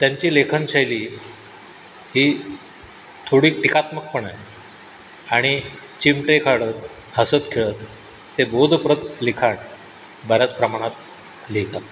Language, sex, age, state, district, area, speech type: Marathi, male, 60+, Maharashtra, Sindhudurg, rural, spontaneous